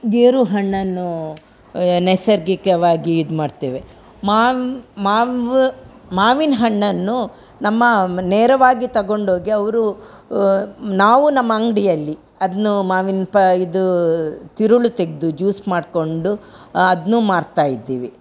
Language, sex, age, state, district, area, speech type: Kannada, female, 60+, Karnataka, Udupi, rural, spontaneous